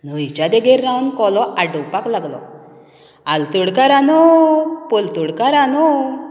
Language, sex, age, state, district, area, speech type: Goan Konkani, female, 30-45, Goa, Canacona, rural, spontaneous